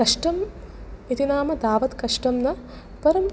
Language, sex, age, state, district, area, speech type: Sanskrit, female, 18-30, Karnataka, Udupi, rural, spontaneous